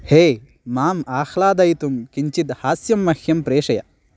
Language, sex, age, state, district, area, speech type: Sanskrit, male, 18-30, Karnataka, Belgaum, rural, read